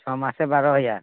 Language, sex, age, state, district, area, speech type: Odia, male, 45-60, Odisha, Nuapada, urban, conversation